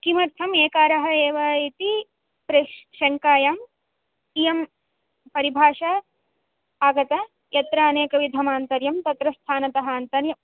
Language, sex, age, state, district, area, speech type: Sanskrit, female, 18-30, Andhra Pradesh, Chittoor, urban, conversation